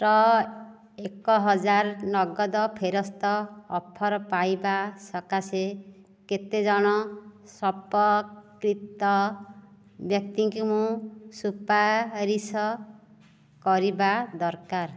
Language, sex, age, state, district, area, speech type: Odia, female, 60+, Odisha, Nayagarh, rural, read